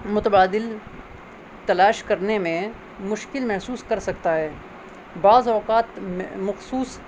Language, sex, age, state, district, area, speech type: Urdu, male, 30-45, Delhi, North West Delhi, urban, spontaneous